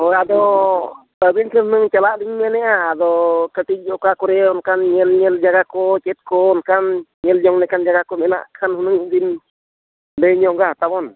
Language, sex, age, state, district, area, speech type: Santali, male, 45-60, Odisha, Mayurbhanj, rural, conversation